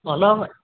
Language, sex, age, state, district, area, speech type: Assamese, male, 45-60, Assam, Lakhimpur, rural, conversation